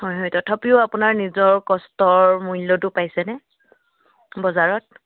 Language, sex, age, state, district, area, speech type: Assamese, female, 18-30, Assam, Charaideo, rural, conversation